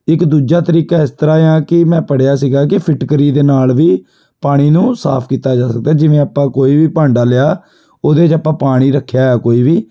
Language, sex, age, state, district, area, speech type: Punjabi, male, 18-30, Punjab, Amritsar, urban, spontaneous